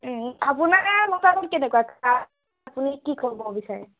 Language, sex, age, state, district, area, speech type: Assamese, female, 45-60, Assam, Darrang, rural, conversation